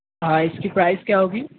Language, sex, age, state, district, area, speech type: Urdu, male, 18-30, Maharashtra, Nashik, urban, conversation